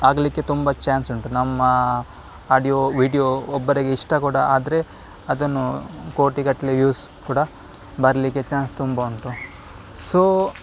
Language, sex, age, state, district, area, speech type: Kannada, male, 30-45, Karnataka, Udupi, rural, spontaneous